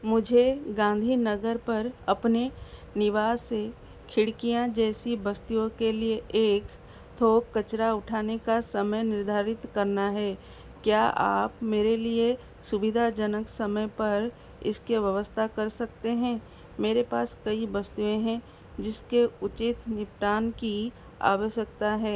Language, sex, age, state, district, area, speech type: Hindi, female, 45-60, Madhya Pradesh, Seoni, rural, read